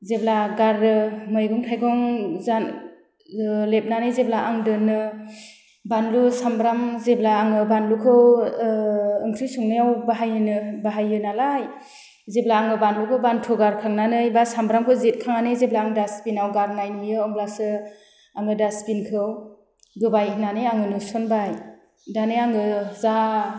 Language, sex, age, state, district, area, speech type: Bodo, female, 30-45, Assam, Chirang, rural, spontaneous